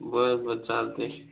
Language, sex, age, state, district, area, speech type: Marathi, male, 18-30, Maharashtra, Hingoli, urban, conversation